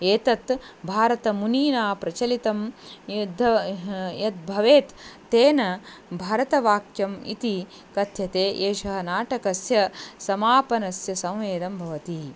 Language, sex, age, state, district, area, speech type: Sanskrit, female, 45-60, Karnataka, Dharwad, urban, spontaneous